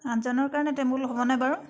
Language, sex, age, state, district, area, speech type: Assamese, female, 60+, Assam, Charaideo, urban, spontaneous